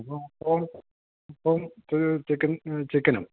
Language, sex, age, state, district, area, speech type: Malayalam, male, 45-60, Kerala, Idukki, rural, conversation